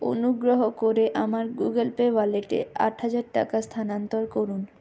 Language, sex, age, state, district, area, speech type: Bengali, female, 60+, West Bengal, Purulia, urban, read